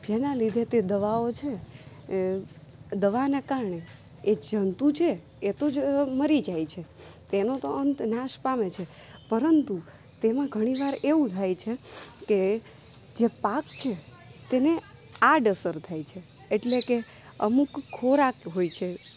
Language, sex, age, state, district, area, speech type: Gujarati, female, 30-45, Gujarat, Rajkot, rural, spontaneous